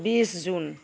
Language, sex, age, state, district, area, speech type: Assamese, female, 18-30, Assam, Nagaon, rural, spontaneous